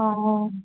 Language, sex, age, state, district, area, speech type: Assamese, female, 30-45, Assam, Golaghat, urban, conversation